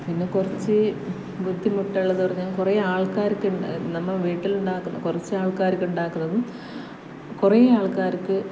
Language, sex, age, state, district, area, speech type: Malayalam, female, 30-45, Kerala, Kasaragod, rural, spontaneous